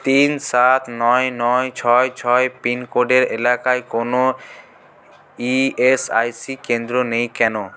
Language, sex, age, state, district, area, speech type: Bengali, male, 18-30, West Bengal, Paschim Bardhaman, rural, read